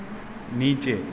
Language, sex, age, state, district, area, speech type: Hindi, male, 18-30, Madhya Pradesh, Hoshangabad, urban, read